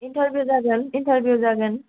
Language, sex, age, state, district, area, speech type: Bodo, female, 30-45, Assam, Kokrajhar, urban, conversation